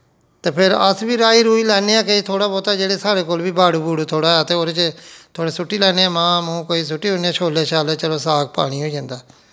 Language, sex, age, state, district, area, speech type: Dogri, male, 45-60, Jammu and Kashmir, Jammu, rural, spontaneous